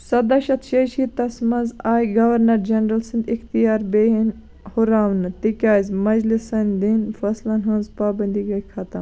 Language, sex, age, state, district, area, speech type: Kashmiri, female, 18-30, Jammu and Kashmir, Baramulla, rural, read